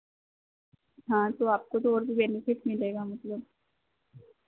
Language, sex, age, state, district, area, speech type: Hindi, female, 30-45, Madhya Pradesh, Harda, urban, conversation